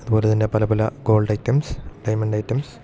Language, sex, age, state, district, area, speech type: Malayalam, male, 18-30, Kerala, Idukki, rural, spontaneous